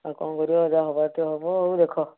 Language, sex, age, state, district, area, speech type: Odia, male, 18-30, Odisha, Kendujhar, urban, conversation